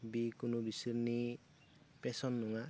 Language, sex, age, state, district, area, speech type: Bodo, male, 30-45, Assam, Goalpara, rural, spontaneous